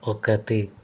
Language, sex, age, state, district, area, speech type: Telugu, male, 60+, Andhra Pradesh, Konaseema, rural, read